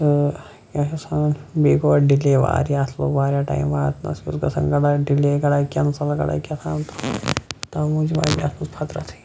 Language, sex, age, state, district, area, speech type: Kashmiri, male, 45-60, Jammu and Kashmir, Shopian, urban, spontaneous